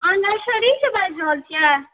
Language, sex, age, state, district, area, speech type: Maithili, female, 18-30, Bihar, Supaul, rural, conversation